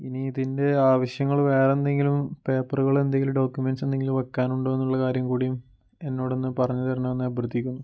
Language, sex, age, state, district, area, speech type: Malayalam, male, 18-30, Kerala, Wayanad, rural, spontaneous